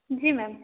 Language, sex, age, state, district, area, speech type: Hindi, female, 18-30, Madhya Pradesh, Harda, urban, conversation